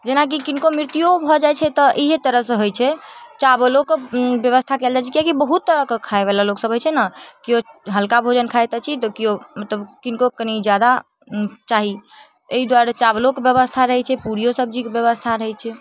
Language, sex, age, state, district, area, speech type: Maithili, female, 18-30, Bihar, Darbhanga, rural, spontaneous